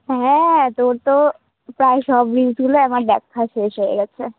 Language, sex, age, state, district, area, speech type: Bengali, female, 18-30, West Bengal, Alipurduar, rural, conversation